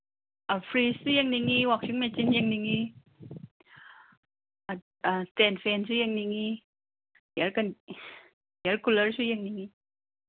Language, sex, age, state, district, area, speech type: Manipuri, female, 30-45, Manipur, Imphal East, rural, conversation